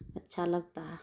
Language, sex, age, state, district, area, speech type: Urdu, female, 30-45, Bihar, Darbhanga, rural, spontaneous